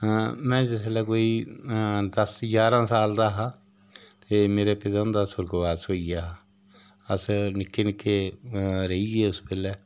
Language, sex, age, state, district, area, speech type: Dogri, male, 60+, Jammu and Kashmir, Udhampur, rural, spontaneous